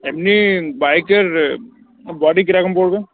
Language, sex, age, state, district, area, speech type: Bengali, male, 45-60, West Bengal, Birbhum, urban, conversation